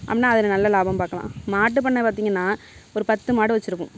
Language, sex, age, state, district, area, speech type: Tamil, female, 60+, Tamil Nadu, Mayiladuthurai, rural, spontaneous